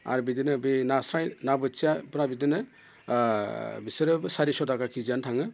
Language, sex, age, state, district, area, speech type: Bodo, male, 30-45, Assam, Udalguri, rural, spontaneous